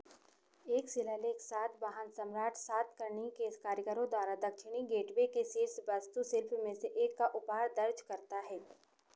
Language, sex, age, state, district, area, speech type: Hindi, female, 30-45, Madhya Pradesh, Chhindwara, urban, read